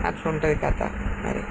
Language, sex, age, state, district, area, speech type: Telugu, female, 60+, Telangana, Peddapalli, rural, spontaneous